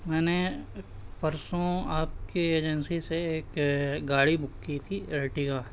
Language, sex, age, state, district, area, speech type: Urdu, male, 18-30, Uttar Pradesh, Siddharthnagar, rural, spontaneous